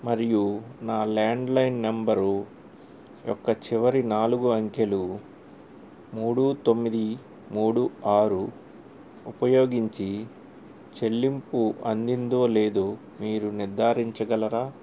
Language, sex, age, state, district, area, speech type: Telugu, male, 45-60, Andhra Pradesh, N T Rama Rao, urban, read